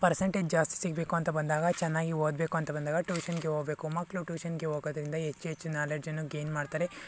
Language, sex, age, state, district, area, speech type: Kannada, male, 45-60, Karnataka, Tumkur, urban, spontaneous